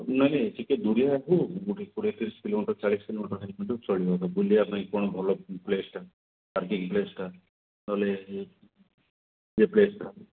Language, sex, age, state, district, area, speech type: Odia, male, 45-60, Odisha, Koraput, urban, conversation